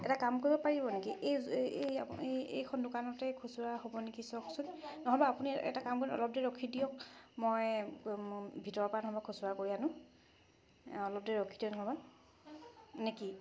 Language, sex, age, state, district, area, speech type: Assamese, female, 30-45, Assam, Charaideo, urban, spontaneous